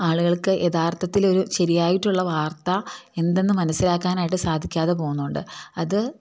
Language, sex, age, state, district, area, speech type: Malayalam, female, 30-45, Kerala, Idukki, rural, spontaneous